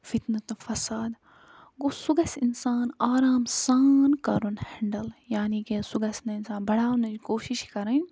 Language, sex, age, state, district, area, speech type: Kashmiri, female, 45-60, Jammu and Kashmir, Budgam, rural, spontaneous